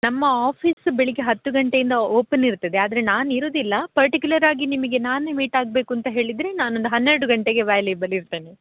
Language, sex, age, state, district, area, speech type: Kannada, female, 18-30, Karnataka, Dakshina Kannada, rural, conversation